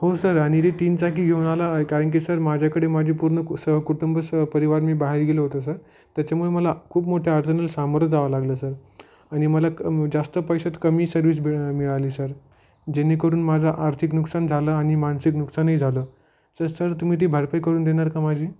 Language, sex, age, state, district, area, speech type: Marathi, male, 18-30, Maharashtra, Jalna, urban, spontaneous